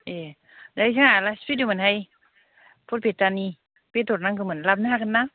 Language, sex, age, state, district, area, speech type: Bodo, female, 30-45, Assam, Baksa, rural, conversation